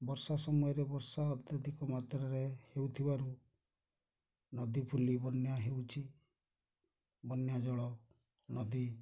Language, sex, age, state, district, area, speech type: Odia, male, 60+, Odisha, Kendrapara, urban, spontaneous